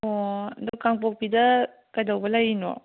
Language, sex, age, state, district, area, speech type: Manipuri, female, 30-45, Manipur, Kangpokpi, urban, conversation